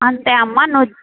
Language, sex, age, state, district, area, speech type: Telugu, female, 18-30, Andhra Pradesh, Sri Balaji, rural, conversation